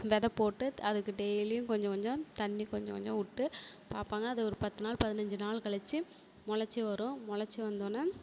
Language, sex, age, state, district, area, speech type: Tamil, female, 30-45, Tamil Nadu, Perambalur, rural, spontaneous